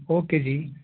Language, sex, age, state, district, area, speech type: Punjabi, male, 30-45, Punjab, Tarn Taran, urban, conversation